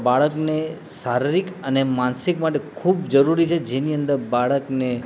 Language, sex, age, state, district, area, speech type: Gujarati, male, 30-45, Gujarat, Narmada, urban, spontaneous